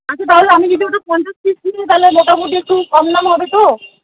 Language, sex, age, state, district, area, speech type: Bengali, female, 30-45, West Bengal, Howrah, urban, conversation